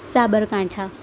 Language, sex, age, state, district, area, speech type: Gujarati, female, 18-30, Gujarat, Anand, rural, spontaneous